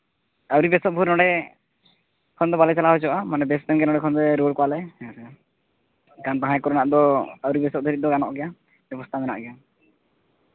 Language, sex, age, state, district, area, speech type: Santali, male, 18-30, Jharkhand, East Singhbhum, rural, conversation